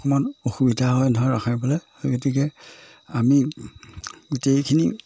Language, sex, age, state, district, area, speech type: Assamese, male, 60+, Assam, Majuli, urban, spontaneous